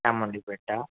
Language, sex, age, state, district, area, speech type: Kannada, male, 45-60, Karnataka, Mysore, rural, conversation